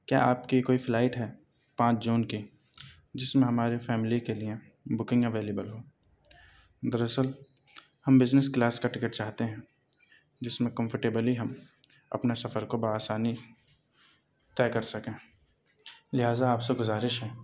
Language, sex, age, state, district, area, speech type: Urdu, male, 30-45, Delhi, North East Delhi, urban, spontaneous